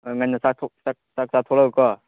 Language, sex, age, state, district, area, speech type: Manipuri, male, 18-30, Manipur, Chandel, rural, conversation